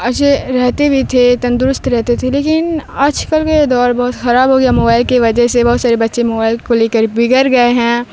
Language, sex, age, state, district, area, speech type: Urdu, female, 18-30, Bihar, Supaul, rural, spontaneous